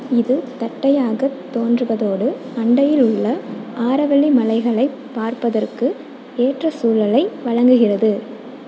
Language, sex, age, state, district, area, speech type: Tamil, female, 18-30, Tamil Nadu, Mayiladuthurai, urban, read